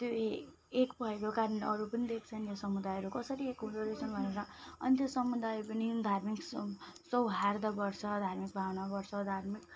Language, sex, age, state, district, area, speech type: Nepali, female, 30-45, West Bengal, Kalimpong, rural, spontaneous